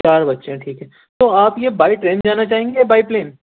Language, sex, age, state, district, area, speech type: Urdu, male, 18-30, Delhi, Central Delhi, urban, conversation